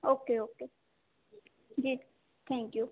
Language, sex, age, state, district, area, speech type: Hindi, female, 18-30, Madhya Pradesh, Chhindwara, urban, conversation